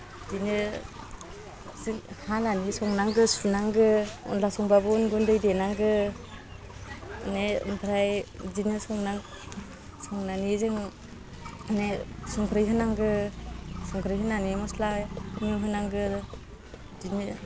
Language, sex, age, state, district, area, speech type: Bodo, female, 18-30, Assam, Udalguri, rural, spontaneous